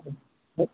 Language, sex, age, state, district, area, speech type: Odia, male, 45-60, Odisha, Sambalpur, rural, conversation